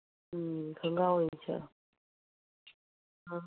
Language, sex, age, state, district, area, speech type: Manipuri, female, 30-45, Manipur, Imphal East, rural, conversation